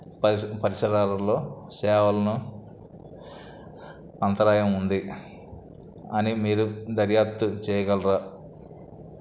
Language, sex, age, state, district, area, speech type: Telugu, male, 45-60, Andhra Pradesh, N T Rama Rao, urban, read